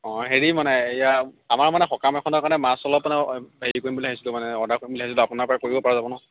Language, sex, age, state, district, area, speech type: Assamese, male, 30-45, Assam, Nagaon, rural, conversation